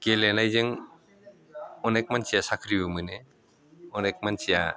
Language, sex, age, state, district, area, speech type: Bodo, male, 60+, Assam, Chirang, urban, spontaneous